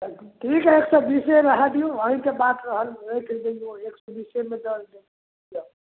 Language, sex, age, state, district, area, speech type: Maithili, male, 60+, Bihar, Samastipur, rural, conversation